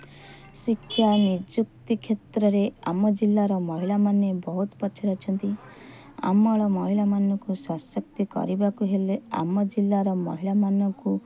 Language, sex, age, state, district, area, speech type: Odia, female, 30-45, Odisha, Kendrapara, urban, spontaneous